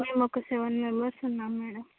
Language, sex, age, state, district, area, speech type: Telugu, female, 18-30, Andhra Pradesh, Visakhapatnam, urban, conversation